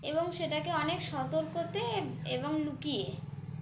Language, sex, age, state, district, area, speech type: Bengali, female, 18-30, West Bengal, Dakshin Dinajpur, urban, spontaneous